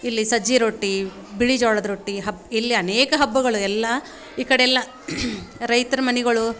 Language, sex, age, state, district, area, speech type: Kannada, female, 45-60, Karnataka, Dharwad, rural, spontaneous